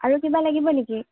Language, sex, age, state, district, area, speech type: Assamese, female, 18-30, Assam, Sivasagar, urban, conversation